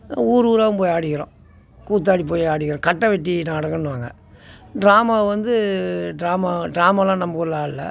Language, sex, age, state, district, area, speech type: Tamil, male, 60+, Tamil Nadu, Tiruvannamalai, rural, spontaneous